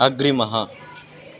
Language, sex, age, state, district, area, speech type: Sanskrit, male, 18-30, Tamil Nadu, Viluppuram, rural, read